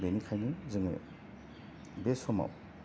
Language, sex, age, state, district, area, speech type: Bodo, male, 30-45, Assam, Kokrajhar, rural, spontaneous